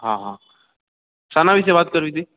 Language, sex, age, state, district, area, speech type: Gujarati, male, 18-30, Gujarat, Ahmedabad, urban, conversation